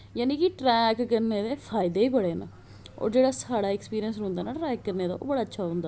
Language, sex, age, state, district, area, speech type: Dogri, female, 30-45, Jammu and Kashmir, Jammu, urban, spontaneous